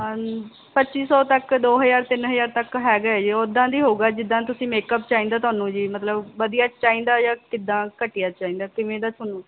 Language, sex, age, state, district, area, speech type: Punjabi, female, 18-30, Punjab, Barnala, rural, conversation